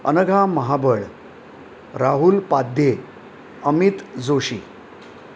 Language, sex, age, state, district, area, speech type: Marathi, male, 60+, Maharashtra, Mumbai Suburban, urban, spontaneous